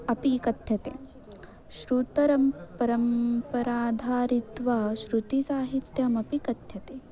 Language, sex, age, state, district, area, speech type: Sanskrit, female, 18-30, Maharashtra, Wardha, urban, spontaneous